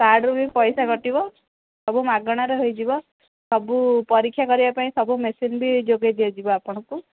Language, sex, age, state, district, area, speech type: Odia, female, 30-45, Odisha, Sambalpur, rural, conversation